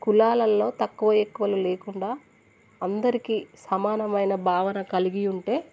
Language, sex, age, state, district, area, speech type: Telugu, female, 30-45, Telangana, Warangal, rural, spontaneous